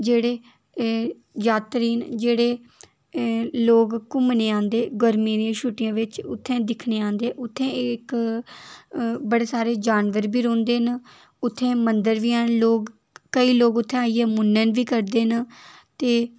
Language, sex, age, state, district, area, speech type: Dogri, female, 18-30, Jammu and Kashmir, Udhampur, rural, spontaneous